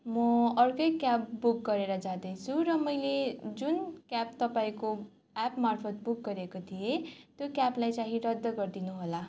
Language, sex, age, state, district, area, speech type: Nepali, female, 18-30, West Bengal, Darjeeling, rural, spontaneous